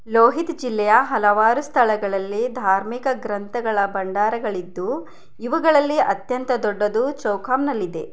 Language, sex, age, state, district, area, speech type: Kannada, female, 30-45, Karnataka, Bidar, rural, read